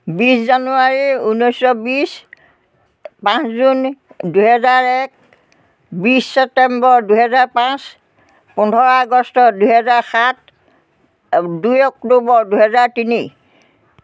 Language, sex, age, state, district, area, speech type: Assamese, female, 60+, Assam, Biswanath, rural, spontaneous